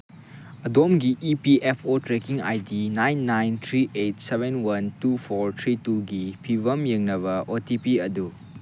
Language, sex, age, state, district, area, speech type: Manipuri, male, 18-30, Manipur, Chandel, rural, read